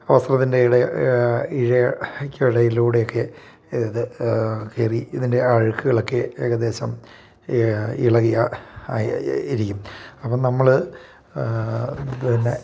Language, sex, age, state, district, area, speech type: Malayalam, male, 45-60, Kerala, Idukki, rural, spontaneous